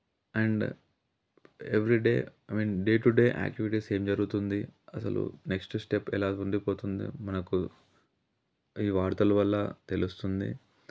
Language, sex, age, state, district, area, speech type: Telugu, male, 30-45, Telangana, Yadadri Bhuvanagiri, rural, spontaneous